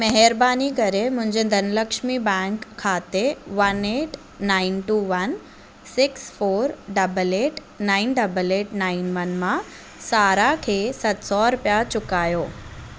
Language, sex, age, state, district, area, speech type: Sindhi, female, 18-30, Maharashtra, Thane, urban, read